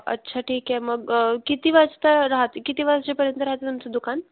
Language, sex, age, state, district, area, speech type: Marathi, female, 18-30, Maharashtra, Nagpur, urban, conversation